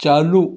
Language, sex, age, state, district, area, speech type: Urdu, male, 60+, Telangana, Hyderabad, urban, read